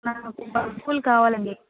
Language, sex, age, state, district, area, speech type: Telugu, female, 30-45, Andhra Pradesh, Vizianagaram, urban, conversation